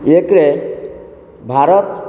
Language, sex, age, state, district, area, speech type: Odia, male, 60+, Odisha, Kendrapara, urban, spontaneous